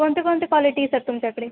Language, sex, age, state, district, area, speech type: Marathi, female, 18-30, Maharashtra, Aurangabad, rural, conversation